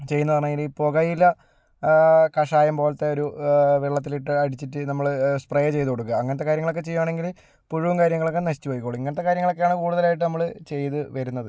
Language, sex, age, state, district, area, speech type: Malayalam, male, 45-60, Kerala, Kozhikode, urban, spontaneous